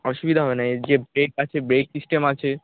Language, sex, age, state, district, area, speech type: Bengali, male, 18-30, West Bengal, Birbhum, urban, conversation